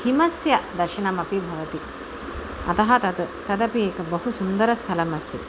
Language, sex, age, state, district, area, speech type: Sanskrit, female, 45-60, Tamil Nadu, Chennai, urban, spontaneous